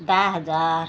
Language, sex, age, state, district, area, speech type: Marathi, female, 45-60, Maharashtra, Washim, rural, spontaneous